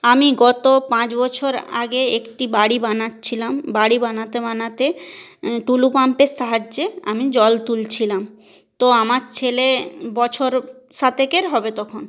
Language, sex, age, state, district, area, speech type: Bengali, female, 30-45, West Bengal, Nadia, rural, spontaneous